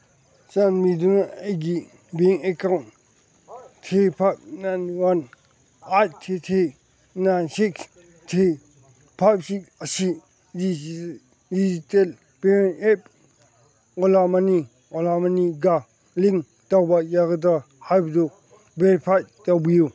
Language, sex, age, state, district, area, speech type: Manipuri, male, 60+, Manipur, Chandel, rural, read